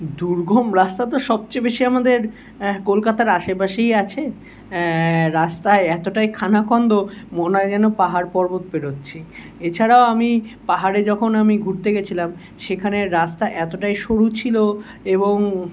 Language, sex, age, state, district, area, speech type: Bengali, male, 18-30, West Bengal, Kolkata, urban, spontaneous